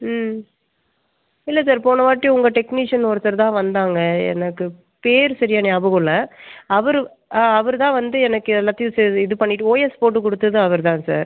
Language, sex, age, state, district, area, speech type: Tamil, female, 18-30, Tamil Nadu, Pudukkottai, rural, conversation